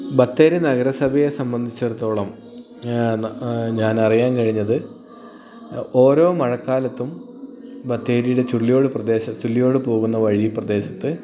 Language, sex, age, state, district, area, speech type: Malayalam, male, 30-45, Kerala, Wayanad, rural, spontaneous